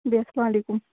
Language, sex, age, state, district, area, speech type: Kashmiri, female, 18-30, Jammu and Kashmir, Bandipora, rural, conversation